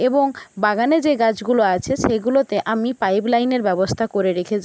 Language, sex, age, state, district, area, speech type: Bengali, female, 60+, West Bengal, Jhargram, rural, spontaneous